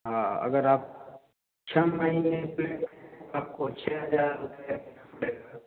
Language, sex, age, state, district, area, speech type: Hindi, male, 30-45, Uttar Pradesh, Prayagraj, rural, conversation